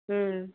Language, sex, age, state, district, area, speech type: Tamil, female, 18-30, Tamil Nadu, Madurai, urban, conversation